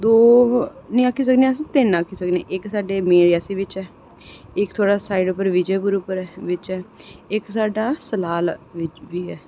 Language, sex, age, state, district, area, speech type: Dogri, female, 18-30, Jammu and Kashmir, Reasi, urban, spontaneous